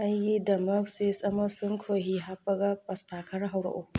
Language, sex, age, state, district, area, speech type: Manipuri, female, 45-60, Manipur, Churachandpur, rural, read